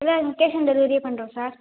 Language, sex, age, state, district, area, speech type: Tamil, female, 18-30, Tamil Nadu, Theni, rural, conversation